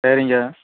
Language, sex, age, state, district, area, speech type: Tamil, male, 60+, Tamil Nadu, Coimbatore, rural, conversation